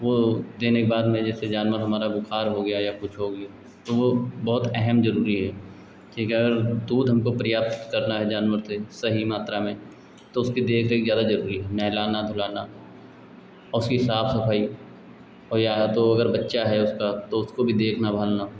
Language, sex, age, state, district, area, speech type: Hindi, male, 45-60, Uttar Pradesh, Lucknow, rural, spontaneous